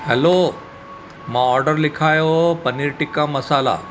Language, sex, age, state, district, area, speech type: Sindhi, male, 45-60, Maharashtra, Thane, urban, spontaneous